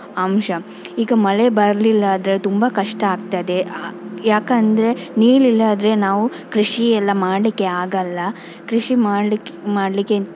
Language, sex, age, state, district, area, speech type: Kannada, female, 30-45, Karnataka, Shimoga, rural, spontaneous